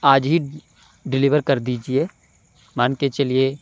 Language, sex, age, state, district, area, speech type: Urdu, male, 30-45, Uttar Pradesh, Lucknow, urban, spontaneous